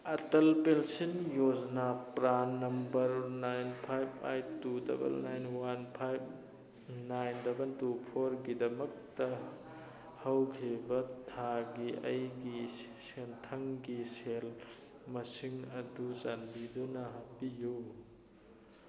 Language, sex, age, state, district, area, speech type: Manipuri, male, 45-60, Manipur, Thoubal, rural, read